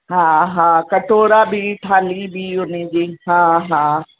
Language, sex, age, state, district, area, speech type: Sindhi, female, 45-60, Uttar Pradesh, Lucknow, rural, conversation